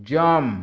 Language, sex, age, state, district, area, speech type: Odia, male, 60+, Odisha, Bargarh, rural, read